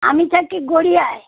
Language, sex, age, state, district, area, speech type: Bengali, female, 60+, West Bengal, Kolkata, urban, conversation